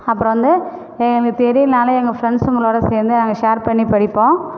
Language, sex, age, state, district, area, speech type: Tamil, female, 45-60, Tamil Nadu, Cuddalore, rural, spontaneous